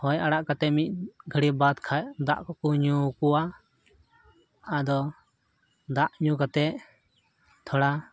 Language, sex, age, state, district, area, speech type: Santali, male, 18-30, Jharkhand, Pakur, rural, spontaneous